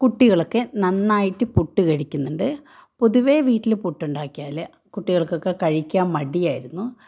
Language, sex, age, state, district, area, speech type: Malayalam, female, 30-45, Kerala, Kannur, urban, spontaneous